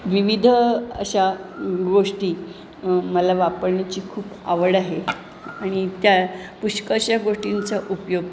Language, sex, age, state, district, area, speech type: Marathi, female, 60+, Maharashtra, Pune, urban, spontaneous